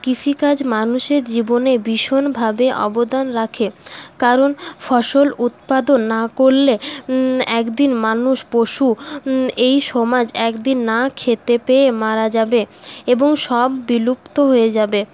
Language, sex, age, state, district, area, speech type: Bengali, female, 18-30, West Bengal, Paschim Bardhaman, urban, spontaneous